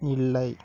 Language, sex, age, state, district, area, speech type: Tamil, male, 30-45, Tamil Nadu, Cuddalore, rural, read